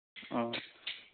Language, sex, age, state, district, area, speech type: Manipuri, male, 18-30, Manipur, Chandel, rural, conversation